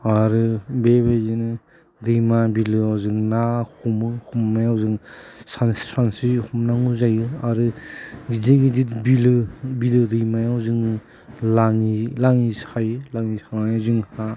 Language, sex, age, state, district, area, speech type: Bodo, male, 45-60, Assam, Udalguri, rural, spontaneous